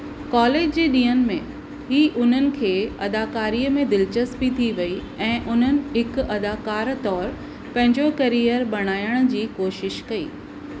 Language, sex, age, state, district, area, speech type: Sindhi, female, 45-60, Maharashtra, Thane, urban, read